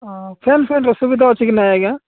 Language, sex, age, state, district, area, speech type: Odia, male, 18-30, Odisha, Nabarangpur, urban, conversation